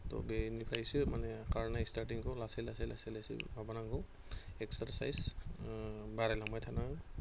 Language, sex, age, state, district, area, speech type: Bodo, male, 30-45, Assam, Goalpara, rural, spontaneous